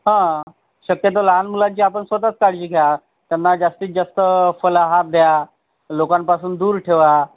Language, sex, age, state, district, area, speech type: Marathi, male, 30-45, Maharashtra, Yavatmal, rural, conversation